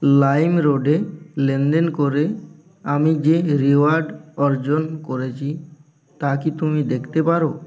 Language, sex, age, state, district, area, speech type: Bengali, male, 18-30, West Bengal, Uttar Dinajpur, urban, read